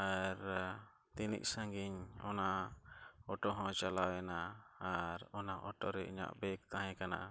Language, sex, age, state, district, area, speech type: Santali, male, 30-45, Jharkhand, East Singhbhum, rural, spontaneous